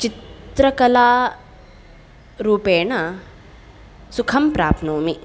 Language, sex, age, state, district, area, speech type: Sanskrit, female, 18-30, Karnataka, Udupi, urban, spontaneous